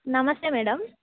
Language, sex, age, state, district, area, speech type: Telugu, female, 18-30, Telangana, Khammam, urban, conversation